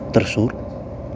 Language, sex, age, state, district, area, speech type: Malayalam, male, 18-30, Kerala, Palakkad, urban, spontaneous